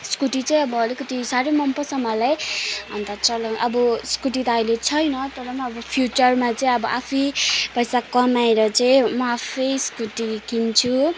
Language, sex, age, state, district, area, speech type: Nepali, female, 18-30, West Bengal, Kalimpong, rural, spontaneous